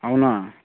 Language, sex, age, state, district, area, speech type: Telugu, male, 18-30, Andhra Pradesh, West Godavari, rural, conversation